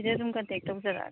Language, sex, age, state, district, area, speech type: Manipuri, female, 45-60, Manipur, Imphal East, rural, conversation